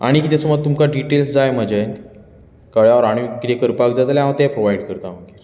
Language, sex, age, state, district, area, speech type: Goan Konkani, male, 30-45, Goa, Bardez, urban, spontaneous